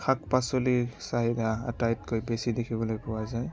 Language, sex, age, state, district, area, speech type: Assamese, male, 30-45, Assam, Biswanath, rural, spontaneous